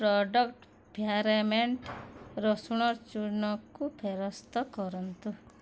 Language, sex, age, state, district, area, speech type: Odia, female, 30-45, Odisha, Bargarh, urban, read